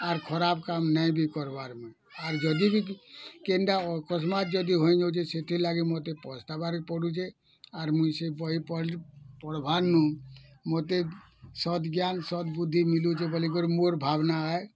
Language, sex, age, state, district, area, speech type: Odia, male, 60+, Odisha, Bargarh, urban, spontaneous